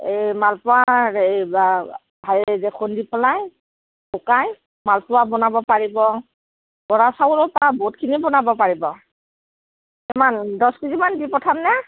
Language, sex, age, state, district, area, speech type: Assamese, female, 45-60, Assam, Kamrup Metropolitan, urban, conversation